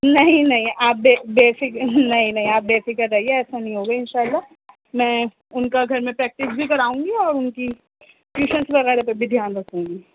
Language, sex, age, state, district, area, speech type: Urdu, female, 18-30, Delhi, Central Delhi, urban, conversation